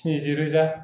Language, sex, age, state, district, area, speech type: Bodo, male, 30-45, Assam, Kokrajhar, rural, spontaneous